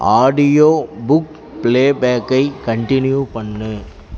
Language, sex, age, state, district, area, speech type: Tamil, male, 30-45, Tamil Nadu, Kallakurichi, rural, read